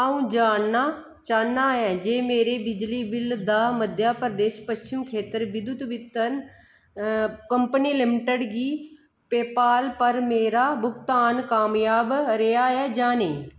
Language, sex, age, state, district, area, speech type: Dogri, female, 30-45, Jammu and Kashmir, Kathua, rural, read